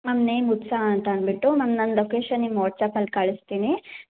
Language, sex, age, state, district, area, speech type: Kannada, female, 18-30, Karnataka, Hassan, rural, conversation